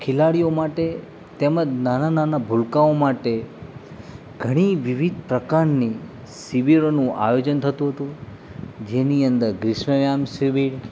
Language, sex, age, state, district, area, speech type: Gujarati, male, 30-45, Gujarat, Narmada, urban, spontaneous